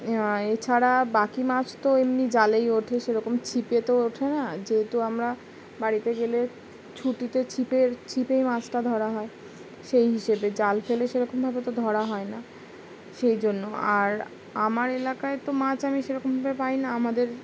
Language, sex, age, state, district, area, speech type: Bengali, female, 18-30, West Bengal, Howrah, urban, spontaneous